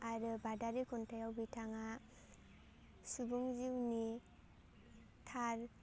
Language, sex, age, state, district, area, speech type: Bodo, female, 18-30, Assam, Baksa, rural, spontaneous